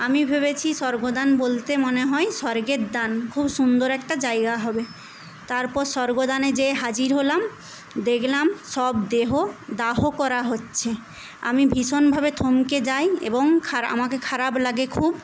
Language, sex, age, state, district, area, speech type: Bengali, female, 18-30, West Bengal, Paschim Medinipur, rural, spontaneous